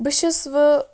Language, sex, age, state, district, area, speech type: Kashmiri, female, 30-45, Jammu and Kashmir, Bandipora, rural, spontaneous